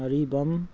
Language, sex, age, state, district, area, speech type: Manipuri, male, 45-60, Manipur, Thoubal, rural, spontaneous